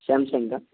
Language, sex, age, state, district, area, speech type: Urdu, male, 18-30, Telangana, Hyderabad, urban, conversation